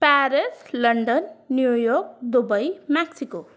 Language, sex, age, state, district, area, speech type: Sindhi, female, 30-45, Maharashtra, Thane, urban, spontaneous